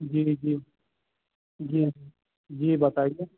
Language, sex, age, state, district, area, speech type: Urdu, male, 18-30, Uttar Pradesh, Saharanpur, urban, conversation